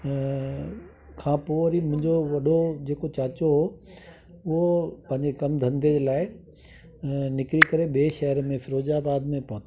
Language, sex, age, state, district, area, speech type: Sindhi, male, 60+, Delhi, South Delhi, urban, spontaneous